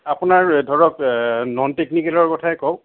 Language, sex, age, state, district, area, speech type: Assamese, male, 45-60, Assam, Kamrup Metropolitan, urban, conversation